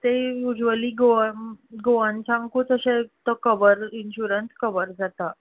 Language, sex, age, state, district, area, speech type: Goan Konkani, female, 30-45, Goa, Tiswadi, rural, conversation